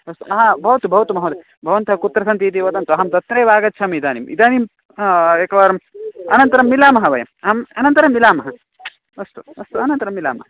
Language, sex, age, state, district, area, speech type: Sanskrit, male, 18-30, Karnataka, Chikkamagaluru, rural, conversation